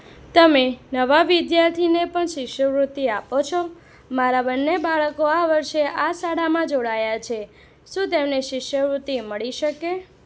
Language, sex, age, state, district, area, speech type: Gujarati, female, 18-30, Gujarat, Anand, rural, read